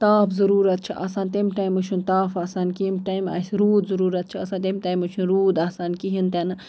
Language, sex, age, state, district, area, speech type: Kashmiri, female, 18-30, Jammu and Kashmir, Budgam, rural, spontaneous